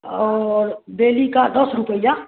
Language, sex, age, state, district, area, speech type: Hindi, female, 45-60, Bihar, Samastipur, rural, conversation